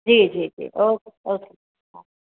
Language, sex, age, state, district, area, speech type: Gujarati, female, 30-45, Gujarat, Rajkot, urban, conversation